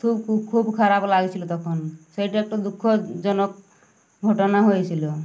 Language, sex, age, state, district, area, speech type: Bengali, female, 18-30, West Bengal, Uttar Dinajpur, urban, spontaneous